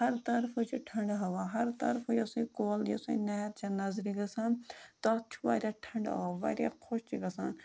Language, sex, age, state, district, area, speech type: Kashmiri, female, 30-45, Jammu and Kashmir, Budgam, rural, spontaneous